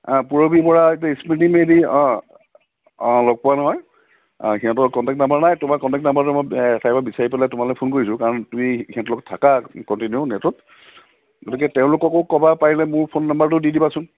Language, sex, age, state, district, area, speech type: Assamese, male, 45-60, Assam, Lakhimpur, urban, conversation